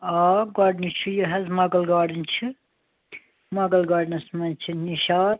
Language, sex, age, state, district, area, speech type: Kashmiri, female, 60+, Jammu and Kashmir, Srinagar, urban, conversation